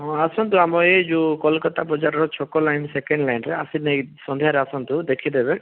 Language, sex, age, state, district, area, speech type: Odia, male, 18-30, Odisha, Bhadrak, rural, conversation